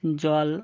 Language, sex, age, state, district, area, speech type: Bengali, male, 30-45, West Bengal, Birbhum, urban, spontaneous